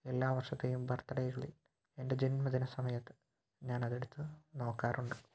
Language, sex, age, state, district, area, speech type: Malayalam, male, 18-30, Kerala, Kottayam, rural, spontaneous